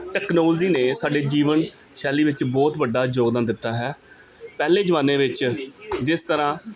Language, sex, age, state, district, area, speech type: Punjabi, male, 30-45, Punjab, Gurdaspur, urban, spontaneous